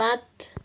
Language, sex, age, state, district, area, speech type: Nepali, female, 60+, West Bengal, Kalimpong, rural, read